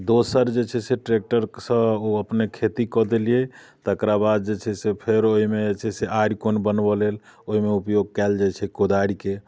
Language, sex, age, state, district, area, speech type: Maithili, male, 45-60, Bihar, Muzaffarpur, rural, spontaneous